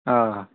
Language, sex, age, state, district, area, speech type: Kashmiri, male, 30-45, Jammu and Kashmir, Bandipora, rural, conversation